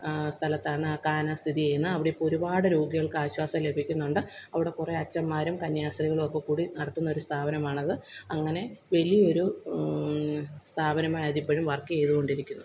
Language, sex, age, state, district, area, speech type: Malayalam, female, 30-45, Kerala, Kottayam, rural, spontaneous